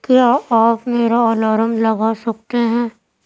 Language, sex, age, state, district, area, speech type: Urdu, female, 18-30, Delhi, Central Delhi, urban, read